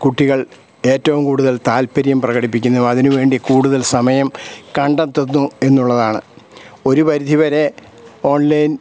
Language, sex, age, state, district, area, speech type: Malayalam, male, 60+, Kerala, Kottayam, rural, spontaneous